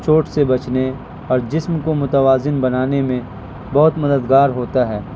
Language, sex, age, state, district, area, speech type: Urdu, male, 18-30, Bihar, Purnia, rural, spontaneous